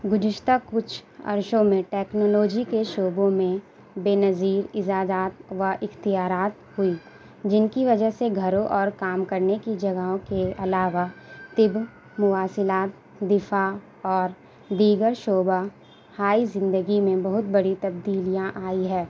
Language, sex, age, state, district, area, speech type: Urdu, female, 18-30, Uttar Pradesh, Gautam Buddha Nagar, urban, spontaneous